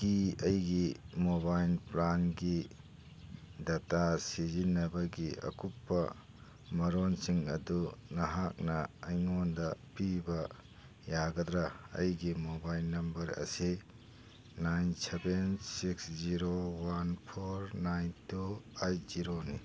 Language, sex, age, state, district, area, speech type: Manipuri, male, 45-60, Manipur, Churachandpur, urban, read